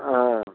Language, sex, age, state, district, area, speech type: Hindi, male, 60+, Madhya Pradesh, Gwalior, rural, conversation